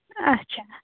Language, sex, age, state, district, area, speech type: Kashmiri, female, 18-30, Jammu and Kashmir, Shopian, rural, conversation